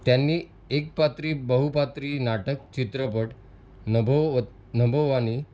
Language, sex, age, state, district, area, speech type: Marathi, male, 30-45, Maharashtra, Mumbai City, urban, spontaneous